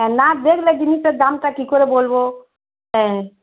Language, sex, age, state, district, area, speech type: Bengali, female, 45-60, West Bengal, Darjeeling, rural, conversation